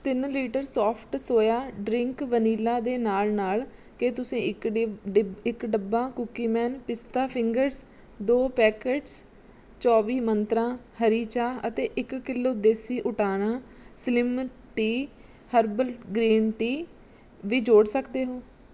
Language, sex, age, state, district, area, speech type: Punjabi, female, 30-45, Punjab, Mansa, urban, read